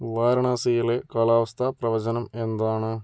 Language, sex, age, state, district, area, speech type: Malayalam, male, 18-30, Kerala, Kozhikode, urban, read